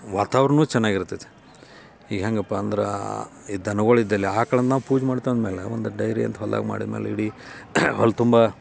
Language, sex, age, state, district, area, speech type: Kannada, male, 45-60, Karnataka, Dharwad, rural, spontaneous